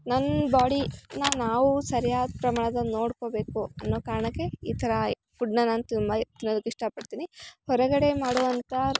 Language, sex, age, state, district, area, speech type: Kannada, female, 18-30, Karnataka, Chikkamagaluru, urban, spontaneous